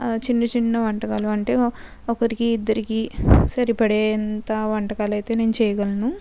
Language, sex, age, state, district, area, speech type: Telugu, female, 60+, Andhra Pradesh, Kakinada, rural, spontaneous